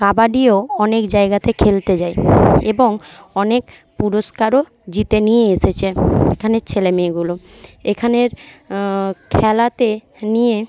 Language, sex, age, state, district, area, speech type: Bengali, female, 60+, West Bengal, Jhargram, rural, spontaneous